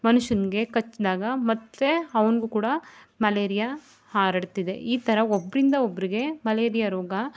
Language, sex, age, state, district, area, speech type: Kannada, female, 18-30, Karnataka, Mandya, rural, spontaneous